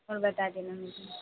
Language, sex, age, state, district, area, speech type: Hindi, female, 18-30, Madhya Pradesh, Harda, urban, conversation